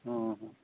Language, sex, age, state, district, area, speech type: Odia, male, 45-60, Odisha, Sundergarh, rural, conversation